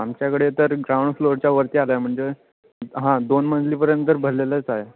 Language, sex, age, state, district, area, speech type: Marathi, male, 18-30, Maharashtra, Ratnagiri, rural, conversation